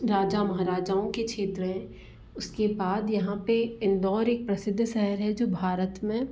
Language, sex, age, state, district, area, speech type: Hindi, female, 30-45, Madhya Pradesh, Bhopal, urban, spontaneous